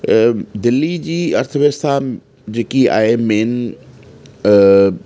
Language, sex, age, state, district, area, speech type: Sindhi, male, 30-45, Delhi, South Delhi, urban, spontaneous